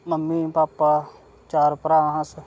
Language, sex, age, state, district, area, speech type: Dogri, male, 30-45, Jammu and Kashmir, Reasi, rural, spontaneous